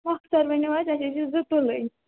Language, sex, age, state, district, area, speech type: Kashmiri, female, 30-45, Jammu and Kashmir, Srinagar, urban, conversation